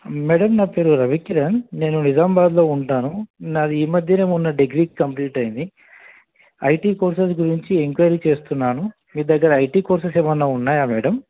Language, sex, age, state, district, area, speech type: Telugu, male, 30-45, Telangana, Nizamabad, urban, conversation